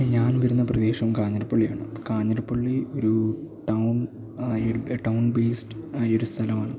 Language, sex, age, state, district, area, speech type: Malayalam, male, 18-30, Kerala, Idukki, rural, spontaneous